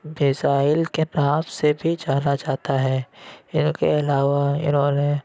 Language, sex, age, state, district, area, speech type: Urdu, male, 30-45, Uttar Pradesh, Lucknow, rural, spontaneous